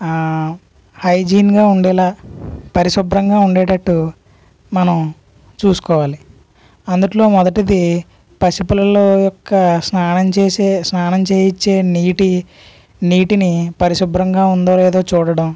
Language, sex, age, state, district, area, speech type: Telugu, male, 60+, Andhra Pradesh, East Godavari, rural, spontaneous